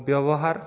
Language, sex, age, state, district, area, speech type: Odia, male, 18-30, Odisha, Balangir, urban, spontaneous